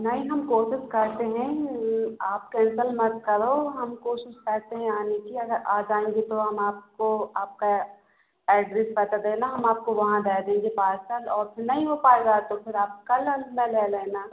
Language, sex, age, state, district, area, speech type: Hindi, female, 18-30, Madhya Pradesh, Narsinghpur, rural, conversation